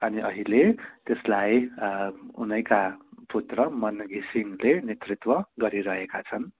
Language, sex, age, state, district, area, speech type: Nepali, male, 30-45, West Bengal, Darjeeling, rural, conversation